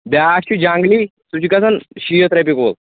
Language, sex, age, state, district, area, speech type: Kashmiri, male, 18-30, Jammu and Kashmir, Kulgam, rural, conversation